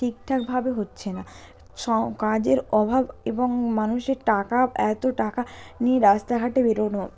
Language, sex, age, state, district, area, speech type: Bengali, female, 45-60, West Bengal, Purba Medinipur, rural, spontaneous